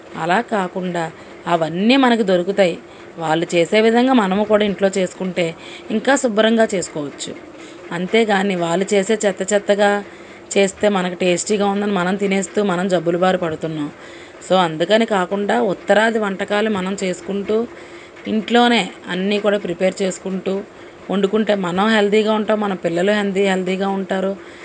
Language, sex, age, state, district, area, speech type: Telugu, female, 45-60, Telangana, Mancherial, urban, spontaneous